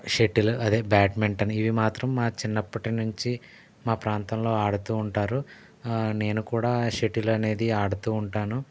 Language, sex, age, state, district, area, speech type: Telugu, male, 30-45, Andhra Pradesh, Konaseema, rural, spontaneous